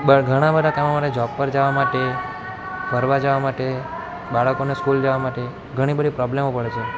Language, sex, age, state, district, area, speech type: Gujarati, male, 18-30, Gujarat, Valsad, rural, spontaneous